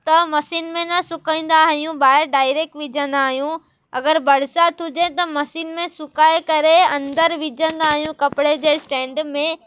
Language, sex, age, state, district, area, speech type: Sindhi, female, 18-30, Gujarat, Surat, urban, spontaneous